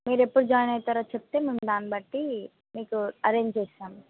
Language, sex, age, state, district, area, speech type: Telugu, female, 18-30, Telangana, Mahbubnagar, urban, conversation